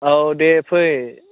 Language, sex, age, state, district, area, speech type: Bodo, male, 30-45, Assam, Chirang, rural, conversation